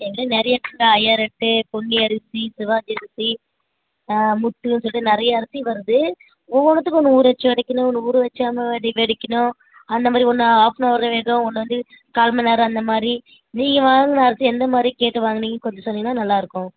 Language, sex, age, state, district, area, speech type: Tamil, female, 18-30, Tamil Nadu, Chennai, urban, conversation